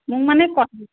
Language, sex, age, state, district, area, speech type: Assamese, female, 30-45, Assam, Majuli, urban, conversation